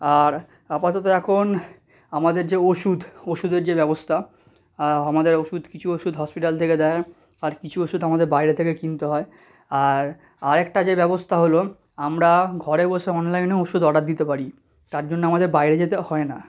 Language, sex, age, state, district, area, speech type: Bengali, male, 18-30, West Bengal, South 24 Parganas, rural, spontaneous